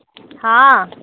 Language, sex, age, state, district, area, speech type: Maithili, female, 18-30, Bihar, Begusarai, rural, conversation